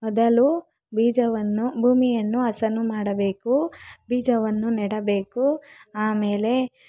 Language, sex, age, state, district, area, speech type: Kannada, female, 45-60, Karnataka, Bangalore Rural, rural, spontaneous